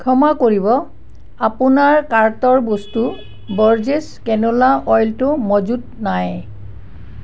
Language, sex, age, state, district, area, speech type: Assamese, female, 60+, Assam, Barpeta, rural, read